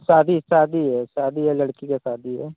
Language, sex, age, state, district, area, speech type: Hindi, male, 30-45, Uttar Pradesh, Mirzapur, rural, conversation